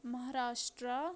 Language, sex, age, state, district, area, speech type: Kashmiri, female, 18-30, Jammu and Kashmir, Shopian, rural, spontaneous